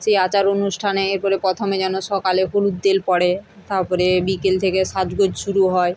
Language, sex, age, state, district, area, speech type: Bengali, female, 60+, West Bengal, Purba Medinipur, rural, spontaneous